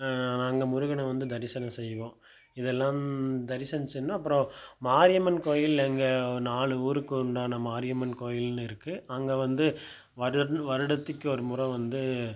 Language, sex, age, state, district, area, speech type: Tamil, male, 30-45, Tamil Nadu, Tiruppur, rural, spontaneous